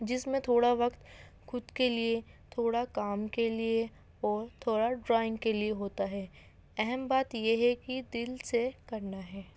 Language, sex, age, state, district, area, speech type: Urdu, female, 18-30, Delhi, North East Delhi, urban, spontaneous